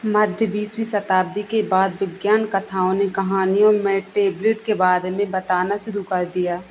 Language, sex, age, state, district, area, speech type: Hindi, female, 18-30, Madhya Pradesh, Narsinghpur, rural, read